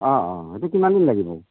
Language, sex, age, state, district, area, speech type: Assamese, male, 60+, Assam, Golaghat, urban, conversation